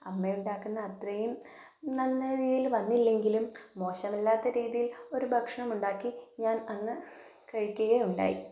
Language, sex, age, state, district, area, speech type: Malayalam, female, 18-30, Kerala, Wayanad, rural, spontaneous